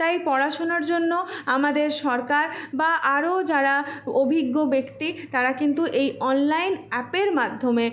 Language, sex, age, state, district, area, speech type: Bengali, female, 30-45, West Bengal, Purulia, urban, spontaneous